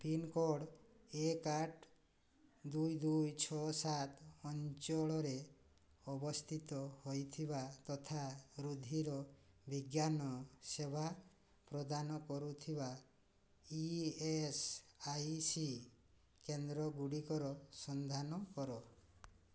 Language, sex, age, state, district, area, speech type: Odia, male, 45-60, Odisha, Mayurbhanj, rural, read